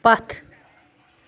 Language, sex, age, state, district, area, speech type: Kashmiri, female, 30-45, Jammu and Kashmir, Budgam, rural, read